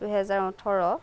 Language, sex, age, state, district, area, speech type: Assamese, female, 18-30, Assam, Nagaon, rural, spontaneous